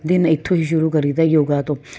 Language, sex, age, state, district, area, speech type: Punjabi, female, 30-45, Punjab, Jalandhar, urban, spontaneous